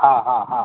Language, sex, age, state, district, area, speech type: Gujarati, male, 30-45, Gujarat, Morbi, urban, conversation